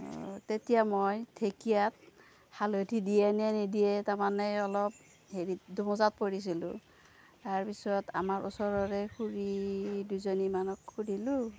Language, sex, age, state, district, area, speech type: Assamese, female, 45-60, Assam, Darrang, rural, spontaneous